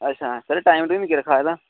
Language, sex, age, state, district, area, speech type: Dogri, male, 30-45, Jammu and Kashmir, Udhampur, rural, conversation